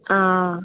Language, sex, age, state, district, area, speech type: Goan Konkani, female, 30-45, Goa, Murmgao, rural, conversation